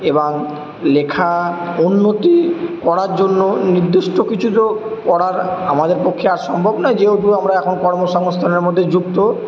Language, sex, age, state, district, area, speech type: Bengali, male, 30-45, West Bengal, Purba Bardhaman, urban, spontaneous